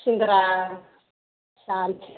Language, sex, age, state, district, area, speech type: Bodo, female, 45-60, Assam, Kokrajhar, urban, conversation